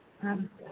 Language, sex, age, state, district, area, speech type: Sindhi, female, 30-45, Gujarat, Surat, urban, conversation